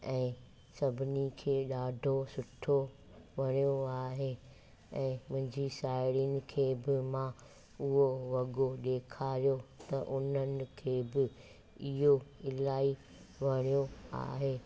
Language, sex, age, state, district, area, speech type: Sindhi, female, 45-60, Gujarat, Junagadh, rural, spontaneous